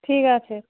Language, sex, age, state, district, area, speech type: Bengali, female, 30-45, West Bengal, Darjeeling, urban, conversation